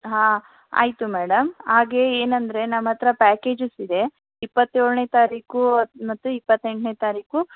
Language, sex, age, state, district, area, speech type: Kannada, female, 30-45, Karnataka, Chikkaballapur, rural, conversation